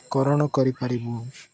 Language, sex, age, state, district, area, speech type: Odia, male, 18-30, Odisha, Koraput, urban, spontaneous